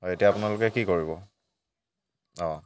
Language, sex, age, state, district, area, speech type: Assamese, male, 45-60, Assam, Charaideo, rural, spontaneous